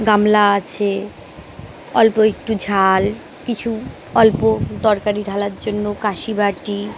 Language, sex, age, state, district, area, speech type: Bengali, female, 30-45, West Bengal, Uttar Dinajpur, urban, spontaneous